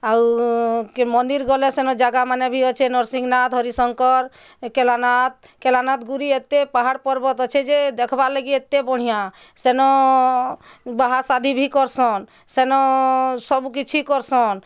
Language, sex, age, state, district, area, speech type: Odia, female, 45-60, Odisha, Bargarh, urban, spontaneous